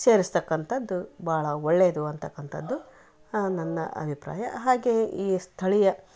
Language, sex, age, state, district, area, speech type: Kannada, female, 60+, Karnataka, Koppal, rural, spontaneous